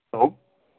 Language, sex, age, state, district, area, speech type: Kashmiri, male, 18-30, Jammu and Kashmir, Baramulla, rural, conversation